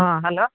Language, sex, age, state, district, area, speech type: Odia, male, 30-45, Odisha, Koraput, urban, conversation